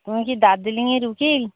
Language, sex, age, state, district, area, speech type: Bengali, female, 60+, West Bengal, Darjeeling, urban, conversation